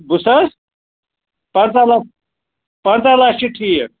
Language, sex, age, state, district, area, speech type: Kashmiri, male, 60+, Jammu and Kashmir, Ganderbal, rural, conversation